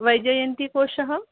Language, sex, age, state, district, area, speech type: Sanskrit, female, 60+, Maharashtra, Wardha, urban, conversation